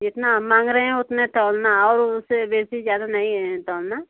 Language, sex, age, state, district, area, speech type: Hindi, female, 30-45, Uttar Pradesh, Ghazipur, rural, conversation